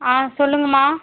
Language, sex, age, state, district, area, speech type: Tamil, female, 18-30, Tamil Nadu, Vellore, urban, conversation